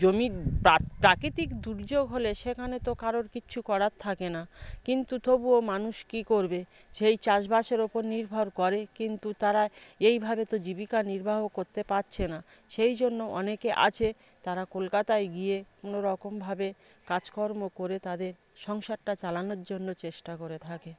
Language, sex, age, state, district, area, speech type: Bengali, female, 45-60, West Bengal, South 24 Parganas, rural, spontaneous